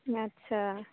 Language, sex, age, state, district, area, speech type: Maithili, female, 18-30, Bihar, Madhubani, rural, conversation